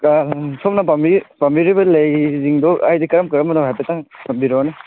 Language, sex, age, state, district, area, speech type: Manipuri, male, 18-30, Manipur, Kangpokpi, urban, conversation